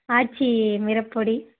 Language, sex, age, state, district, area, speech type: Telugu, female, 18-30, Andhra Pradesh, Sri Balaji, urban, conversation